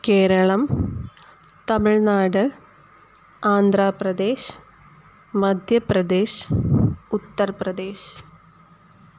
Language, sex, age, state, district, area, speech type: Sanskrit, female, 18-30, Kerala, Kollam, urban, spontaneous